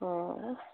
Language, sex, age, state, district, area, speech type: Assamese, female, 30-45, Assam, Sivasagar, rural, conversation